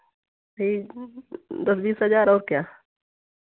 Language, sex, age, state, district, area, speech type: Hindi, female, 45-60, Uttar Pradesh, Hardoi, rural, conversation